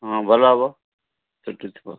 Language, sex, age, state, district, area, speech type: Odia, male, 60+, Odisha, Sundergarh, urban, conversation